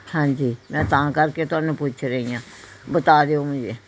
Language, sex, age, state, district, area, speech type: Punjabi, female, 60+, Punjab, Pathankot, rural, spontaneous